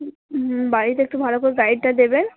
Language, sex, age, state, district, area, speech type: Bengali, female, 18-30, West Bengal, Purba Bardhaman, urban, conversation